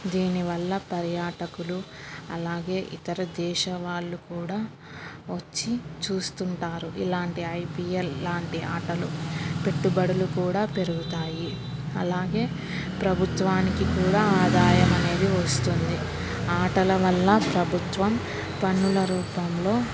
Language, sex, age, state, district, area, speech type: Telugu, female, 30-45, Andhra Pradesh, Kurnool, urban, spontaneous